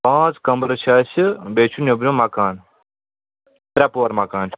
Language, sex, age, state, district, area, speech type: Kashmiri, male, 30-45, Jammu and Kashmir, Srinagar, urban, conversation